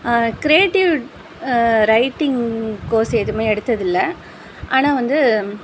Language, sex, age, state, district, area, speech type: Tamil, female, 30-45, Tamil Nadu, Tiruvallur, urban, spontaneous